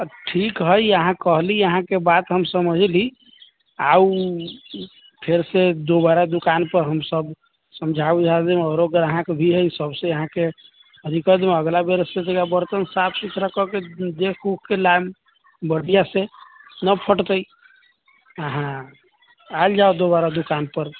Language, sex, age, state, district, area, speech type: Maithili, male, 30-45, Bihar, Sitamarhi, rural, conversation